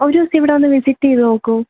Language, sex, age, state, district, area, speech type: Malayalam, female, 18-30, Kerala, Alappuzha, rural, conversation